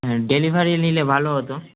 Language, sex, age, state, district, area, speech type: Bengali, male, 18-30, West Bengal, Malda, urban, conversation